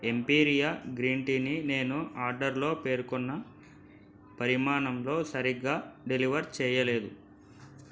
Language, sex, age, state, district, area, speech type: Telugu, male, 18-30, Telangana, Nalgonda, urban, read